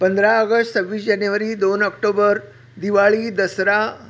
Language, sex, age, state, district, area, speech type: Marathi, male, 60+, Maharashtra, Sangli, urban, spontaneous